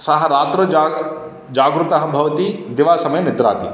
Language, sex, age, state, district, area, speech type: Sanskrit, male, 30-45, Andhra Pradesh, Guntur, urban, spontaneous